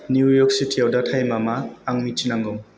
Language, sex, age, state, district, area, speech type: Bodo, male, 18-30, Assam, Chirang, rural, read